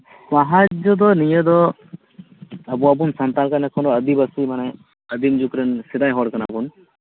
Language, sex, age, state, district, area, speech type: Santali, male, 18-30, West Bengal, Birbhum, rural, conversation